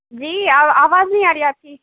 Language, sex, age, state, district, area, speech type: Urdu, female, 18-30, Delhi, South Delhi, urban, conversation